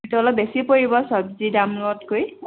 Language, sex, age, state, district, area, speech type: Assamese, female, 18-30, Assam, Tinsukia, urban, conversation